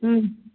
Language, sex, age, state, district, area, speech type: Sanskrit, female, 45-60, Kerala, Kasaragod, rural, conversation